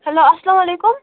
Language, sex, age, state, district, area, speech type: Kashmiri, female, 18-30, Jammu and Kashmir, Bandipora, rural, conversation